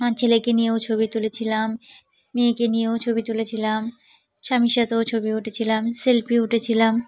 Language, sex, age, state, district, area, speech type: Bengali, female, 30-45, West Bengal, Cooch Behar, urban, spontaneous